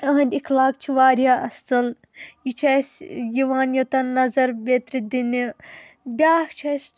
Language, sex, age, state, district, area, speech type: Kashmiri, female, 18-30, Jammu and Kashmir, Pulwama, rural, spontaneous